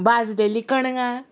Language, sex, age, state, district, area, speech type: Goan Konkani, female, 18-30, Goa, Murmgao, rural, spontaneous